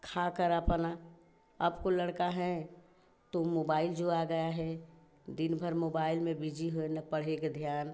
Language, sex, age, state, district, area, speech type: Hindi, female, 60+, Uttar Pradesh, Chandauli, rural, spontaneous